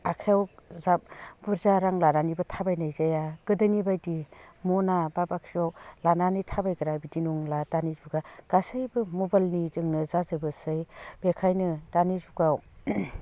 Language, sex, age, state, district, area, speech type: Bodo, female, 45-60, Assam, Udalguri, rural, spontaneous